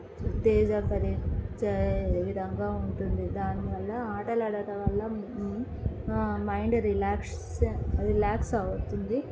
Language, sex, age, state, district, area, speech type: Telugu, female, 18-30, Andhra Pradesh, Kadapa, urban, spontaneous